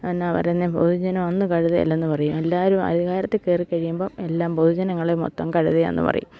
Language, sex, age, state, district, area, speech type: Malayalam, female, 60+, Kerala, Idukki, rural, spontaneous